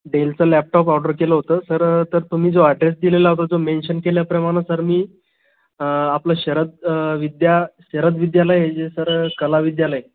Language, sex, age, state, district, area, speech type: Marathi, male, 18-30, Maharashtra, Buldhana, rural, conversation